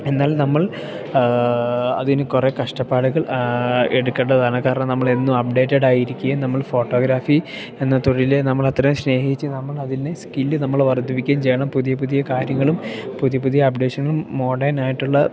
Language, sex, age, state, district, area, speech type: Malayalam, male, 18-30, Kerala, Idukki, rural, spontaneous